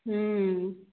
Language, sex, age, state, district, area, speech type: Odia, female, 45-60, Odisha, Angul, rural, conversation